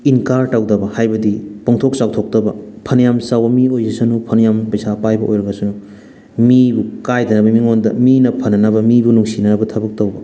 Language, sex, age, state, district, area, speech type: Manipuri, male, 30-45, Manipur, Thoubal, rural, spontaneous